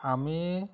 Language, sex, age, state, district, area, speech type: Assamese, male, 45-60, Assam, Majuli, rural, spontaneous